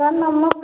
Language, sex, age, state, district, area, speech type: Odia, female, 30-45, Odisha, Khordha, rural, conversation